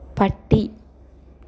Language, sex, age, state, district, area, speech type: Malayalam, female, 18-30, Kerala, Wayanad, rural, read